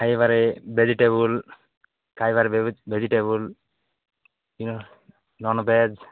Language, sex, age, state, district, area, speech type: Odia, male, 18-30, Odisha, Nabarangpur, urban, conversation